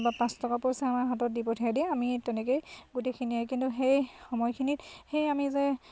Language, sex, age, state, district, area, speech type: Assamese, female, 30-45, Assam, Sivasagar, rural, spontaneous